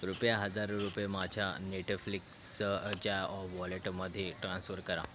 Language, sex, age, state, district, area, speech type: Marathi, male, 18-30, Maharashtra, Thane, urban, read